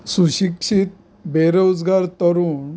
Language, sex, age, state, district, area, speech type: Goan Konkani, male, 45-60, Goa, Canacona, rural, spontaneous